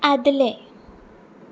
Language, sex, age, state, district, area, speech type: Goan Konkani, female, 18-30, Goa, Ponda, rural, read